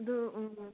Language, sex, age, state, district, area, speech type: Manipuri, female, 18-30, Manipur, Senapati, rural, conversation